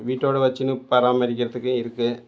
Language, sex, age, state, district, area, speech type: Tamil, male, 60+, Tamil Nadu, Dharmapuri, rural, spontaneous